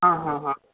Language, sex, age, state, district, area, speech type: Hindi, male, 18-30, Madhya Pradesh, Betul, urban, conversation